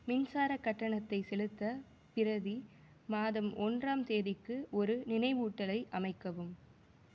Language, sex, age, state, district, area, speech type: Tamil, female, 18-30, Tamil Nadu, Sivaganga, rural, read